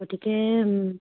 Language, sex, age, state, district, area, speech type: Assamese, female, 18-30, Assam, Dibrugarh, rural, conversation